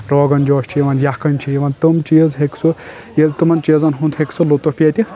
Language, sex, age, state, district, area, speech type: Kashmiri, male, 18-30, Jammu and Kashmir, Kulgam, urban, spontaneous